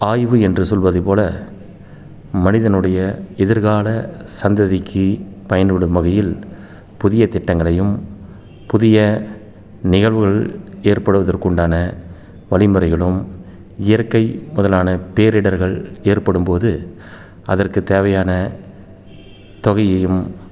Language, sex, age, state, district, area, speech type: Tamil, male, 30-45, Tamil Nadu, Salem, rural, spontaneous